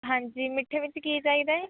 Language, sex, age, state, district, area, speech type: Punjabi, female, 18-30, Punjab, Shaheed Bhagat Singh Nagar, rural, conversation